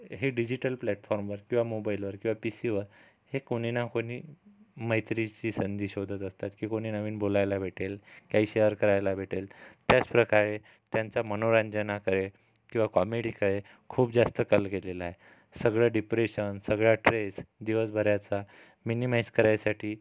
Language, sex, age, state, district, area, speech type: Marathi, male, 45-60, Maharashtra, Amravati, urban, spontaneous